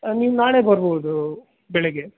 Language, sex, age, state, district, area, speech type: Kannada, male, 30-45, Karnataka, Bangalore Urban, rural, conversation